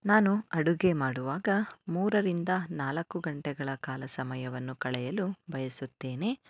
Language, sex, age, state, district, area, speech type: Kannada, female, 30-45, Karnataka, Chikkaballapur, rural, spontaneous